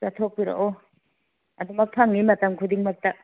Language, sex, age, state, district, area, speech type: Manipuri, female, 60+, Manipur, Churachandpur, urban, conversation